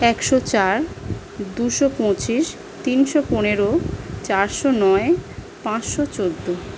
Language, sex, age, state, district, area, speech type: Bengali, female, 18-30, West Bengal, South 24 Parganas, rural, spontaneous